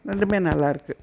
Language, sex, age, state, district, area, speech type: Tamil, female, 60+, Tamil Nadu, Erode, rural, spontaneous